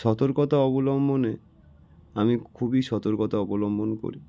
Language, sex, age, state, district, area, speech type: Bengali, male, 18-30, West Bengal, North 24 Parganas, urban, spontaneous